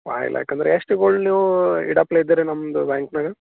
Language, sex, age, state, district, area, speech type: Kannada, male, 18-30, Karnataka, Gulbarga, urban, conversation